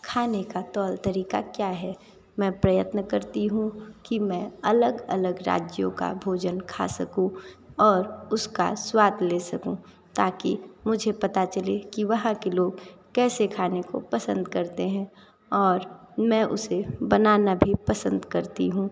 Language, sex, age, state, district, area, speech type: Hindi, female, 30-45, Uttar Pradesh, Sonbhadra, rural, spontaneous